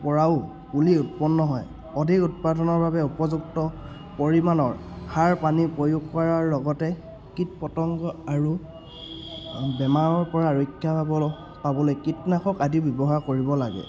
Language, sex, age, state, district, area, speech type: Assamese, male, 18-30, Assam, Charaideo, rural, spontaneous